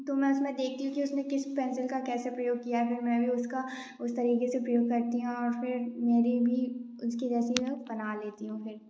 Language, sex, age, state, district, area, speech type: Hindi, female, 18-30, Madhya Pradesh, Gwalior, rural, spontaneous